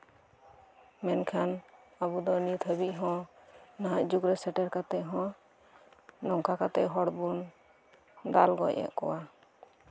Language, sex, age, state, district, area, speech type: Santali, female, 18-30, West Bengal, Birbhum, rural, spontaneous